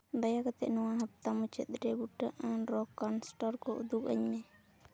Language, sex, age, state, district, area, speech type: Santali, female, 18-30, West Bengal, Purulia, rural, read